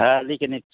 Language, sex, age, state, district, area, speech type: Bengali, male, 60+, West Bengal, Hooghly, rural, conversation